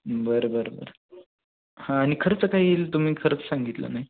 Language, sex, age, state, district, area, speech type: Marathi, male, 18-30, Maharashtra, Sangli, urban, conversation